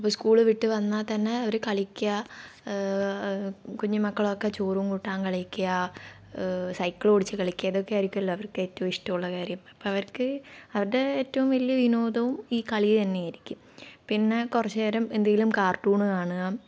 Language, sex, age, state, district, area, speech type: Malayalam, female, 18-30, Kerala, Kannur, rural, spontaneous